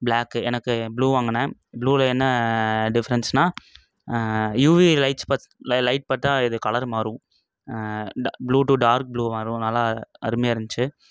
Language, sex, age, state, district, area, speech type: Tamil, male, 18-30, Tamil Nadu, Coimbatore, urban, spontaneous